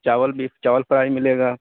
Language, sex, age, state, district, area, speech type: Urdu, male, 30-45, Uttar Pradesh, Mau, urban, conversation